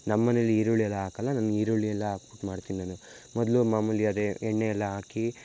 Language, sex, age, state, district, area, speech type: Kannada, male, 18-30, Karnataka, Mysore, rural, spontaneous